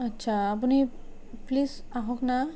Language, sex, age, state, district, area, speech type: Assamese, female, 18-30, Assam, Sonitpur, urban, spontaneous